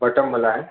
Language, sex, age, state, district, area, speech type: Hindi, male, 30-45, Bihar, Darbhanga, rural, conversation